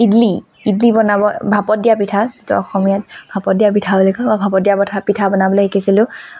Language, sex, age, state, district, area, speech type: Assamese, female, 18-30, Assam, Tinsukia, urban, spontaneous